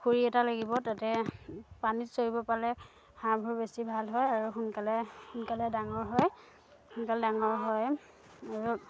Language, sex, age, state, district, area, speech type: Assamese, female, 18-30, Assam, Dhemaji, urban, spontaneous